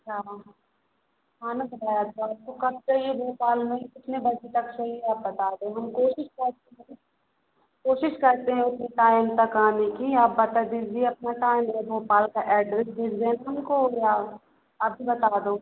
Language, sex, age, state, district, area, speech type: Hindi, female, 18-30, Madhya Pradesh, Narsinghpur, rural, conversation